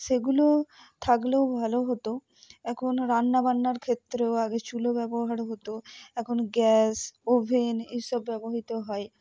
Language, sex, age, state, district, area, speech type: Bengali, female, 30-45, West Bengal, Purba Bardhaman, urban, spontaneous